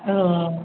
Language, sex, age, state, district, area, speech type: Bodo, female, 30-45, Assam, Chirang, urban, conversation